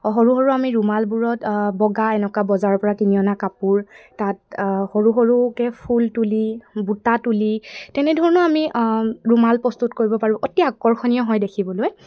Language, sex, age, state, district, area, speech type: Assamese, female, 18-30, Assam, Sivasagar, rural, spontaneous